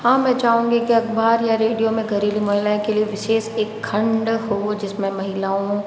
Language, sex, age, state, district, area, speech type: Hindi, female, 60+, Rajasthan, Jodhpur, urban, spontaneous